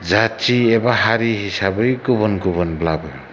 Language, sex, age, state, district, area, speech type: Bodo, male, 45-60, Assam, Chirang, rural, spontaneous